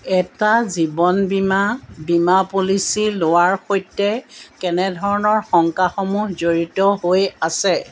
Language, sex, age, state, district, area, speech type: Assamese, female, 60+, Assam, Jorhat, urban, read